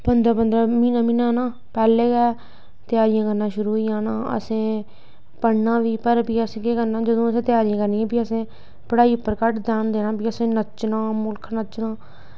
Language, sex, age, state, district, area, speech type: Dogri, female, 18-30, Jammu and Kashmir, Reasi, rural, spontaneous